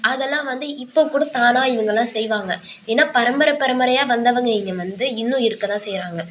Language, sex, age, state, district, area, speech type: Tamil, female, 18-30, Tamil Nadu, Nagapattinam, rural, spontaneous